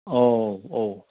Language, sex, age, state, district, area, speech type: Bodo, male, 60+, Assam, Udalguri, urban, conversation